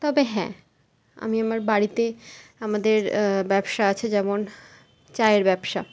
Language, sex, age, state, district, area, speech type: Bengali, female, 30-45, West Bengal, Malda, rural, spontaneous